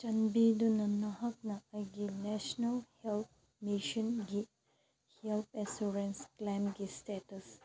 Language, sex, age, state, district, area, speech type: Manipuri, female, 30-45, Manipur, Senapati, urban, read